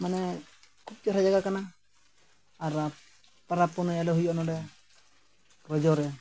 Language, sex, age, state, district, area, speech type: Santali, male, 45-60, Odisha, Mayurbhanj, rural, spontaneous